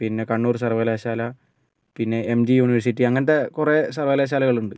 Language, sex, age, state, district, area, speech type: Malayalam, male, 60+, Kerala, Wayanad, rural, spontaneous